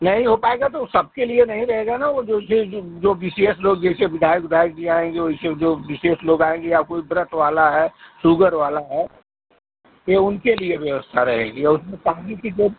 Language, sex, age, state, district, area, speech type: Hindi, male, 45-60, Uttar Pradesh, Azamgarh, rural, conversation